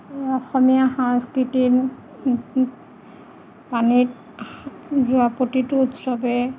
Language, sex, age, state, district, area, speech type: Assamese, female, 45-60, Assam, Nagaon, rural, spontaneous